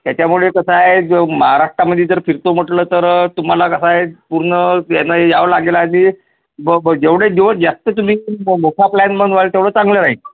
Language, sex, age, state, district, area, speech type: Marathi, female, 30-45, Maharashtra, Nagpur, rural, conversation